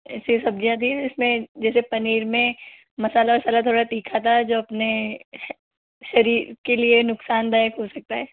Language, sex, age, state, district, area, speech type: Hindi, female, 18-30, Rajasthan, Jaipur, urban, conversation